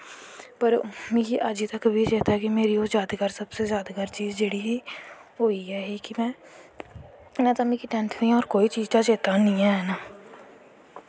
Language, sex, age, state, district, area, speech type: Dogri, female, 18-30, Jammu and Kashmir, Kathua, rural, spontaneous